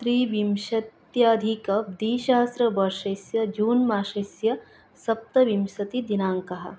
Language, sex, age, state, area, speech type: Sanskrit, female, 18-30, Tripura, rural, spontaneous